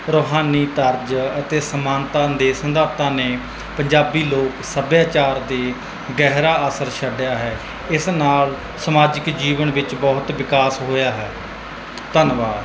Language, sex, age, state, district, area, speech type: Punjabi, male, 18-30, Punjab, Mansa, urban, spontaneous